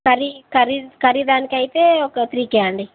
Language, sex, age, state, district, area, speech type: Telugu, female, 18-30, Telangana, Wanaparthy, urban, conversation